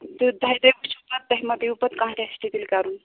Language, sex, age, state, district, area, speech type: Kashmiri, female, 18-30, Jammu and Kashmir, Pulwama, rural, conversation